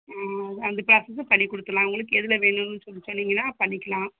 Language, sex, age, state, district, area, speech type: Tamil, female, 45-60, Tamil Nadu, Sivaganga, rural, conversation